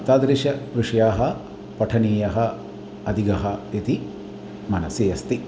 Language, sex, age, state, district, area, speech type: Sanskrit, male, 45-60, Tamil Nadu, Chennai, urban, spontaneous